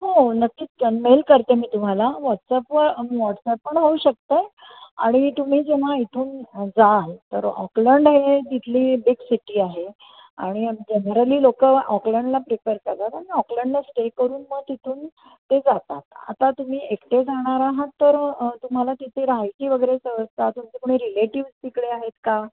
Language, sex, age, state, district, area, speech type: Marathi, female, 60+, Maharashtra, Pune, urban, conversation